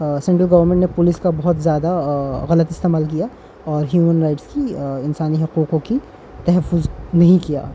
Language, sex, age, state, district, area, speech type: Urdu, male, 30-45, Delhi, North East Delhi, urban, spontaneous